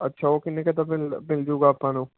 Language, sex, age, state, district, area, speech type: Punjabi, male, 18-30, Punjab, Patiala, urban, conversation